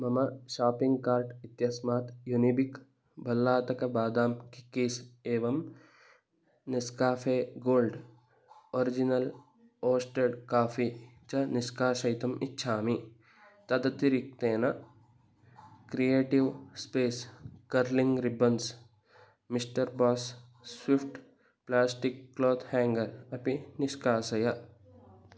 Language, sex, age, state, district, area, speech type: Sanskrit, male, 18-30, Kerala, Kasaragod, rural, read